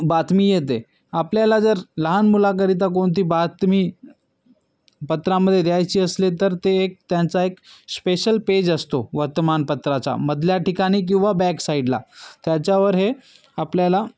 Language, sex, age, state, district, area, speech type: Marathi, male, 18-30, Maharashtra, Nanded, urban, spontaneous